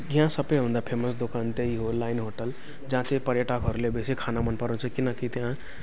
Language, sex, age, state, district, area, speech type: Nepali, male, 18-30, West Bengal, Jalpaiguri, rural, spontaneous